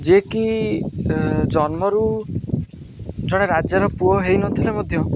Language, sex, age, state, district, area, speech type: Odia, male, 18-30, Odisha, Jagatsinghpur, rural, spontaneous